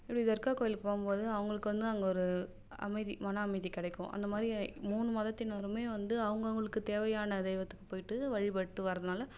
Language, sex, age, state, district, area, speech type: Tamil, female, 18-30, Tamil Nadu, Cuddalore, rural, spontaneous